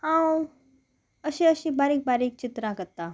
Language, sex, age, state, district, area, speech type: Goan Konkani, female, 18-30, Goa, Salcete, rural, spontaneous